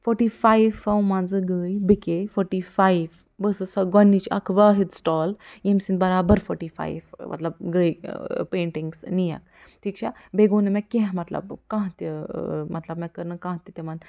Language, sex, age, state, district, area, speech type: Kashmiri, female, 45-60, Jammu and Kashmir, Budgam, rural, spontaneous